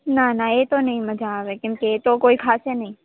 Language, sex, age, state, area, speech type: Gujarati, female, 18-30, Gujarat, urban, conversation